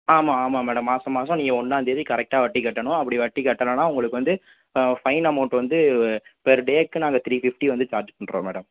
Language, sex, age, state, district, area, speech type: Tamil, male, 30-45, Tamil Nadu, Pudukkottai, rural, conversation